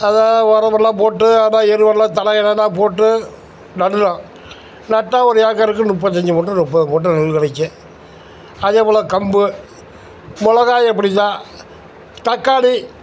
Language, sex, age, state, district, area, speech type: Tamil, male, 60+, Tamil Nadu, Tiruchirappalli, rural, spontaneous